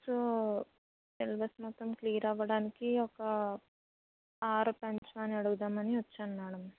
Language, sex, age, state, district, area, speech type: Telugu, female, 18-30, Andhra Pradesh, Anakapalli, rural, conversation